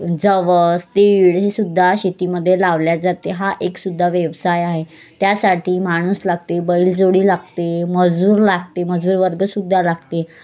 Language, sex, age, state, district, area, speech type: Marathi, female, 30-45, Maharashtra, Wardha, rural, spontaneous